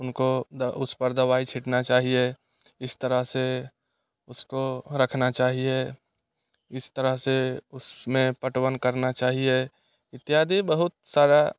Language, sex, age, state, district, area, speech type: Hindi, male, 18-30, Bihar, Muzaffarpur, urban, spontaneous